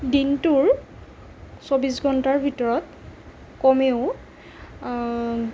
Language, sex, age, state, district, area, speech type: Assamese, female, 60+, Assam, Nagaon, rural, spontaneous